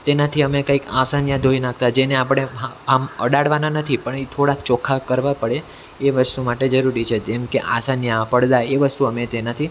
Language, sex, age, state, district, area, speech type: Gujarati, male, 18-30, Gujarat, Surat, urban, spontaneous